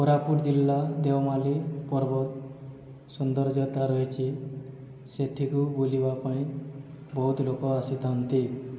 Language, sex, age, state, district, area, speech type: Odia, male, 18-30, Odisha, Boudh, rural, spontaneous